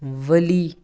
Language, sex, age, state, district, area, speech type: Kashmiri, female, 18-30, Jammu and Kashmir, Kupwara, rural, spontaneous